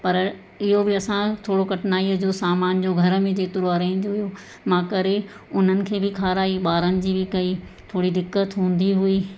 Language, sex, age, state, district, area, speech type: Sindhi, female, 45-60, Madhya Pradesh, Katni, urban, spontaneous